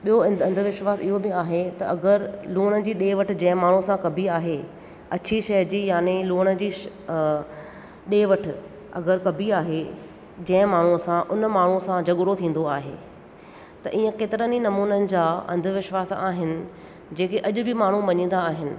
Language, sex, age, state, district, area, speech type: Sindhi, female, 30-45, Maharashtra, Thane, urban, spontaneous